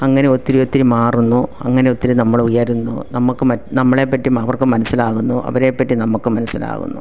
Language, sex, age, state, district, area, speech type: Malayalam, female, 45-60, Kerala, Kollam, rural, spontaneous